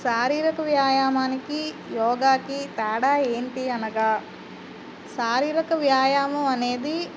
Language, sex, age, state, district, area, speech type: Telugu, female, 45-60, Andhra Pradesh, Eluru, urban, spontaneous